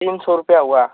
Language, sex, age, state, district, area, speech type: Hindi, male, 18-30, Uttar Pradesh, Ghazipur, urban, conversation